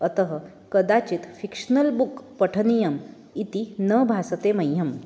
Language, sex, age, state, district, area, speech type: Sanskrit, female, 30-45, Maharashtra, Nagpur, urban, spontaneous